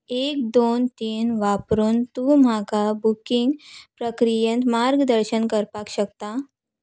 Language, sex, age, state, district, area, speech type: Goan Konkani, female, 18-30, Goa, Salcete, rural, read